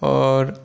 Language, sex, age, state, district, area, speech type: Maithili, male, 18-30, Bihar, Supaul, rural, spontaneous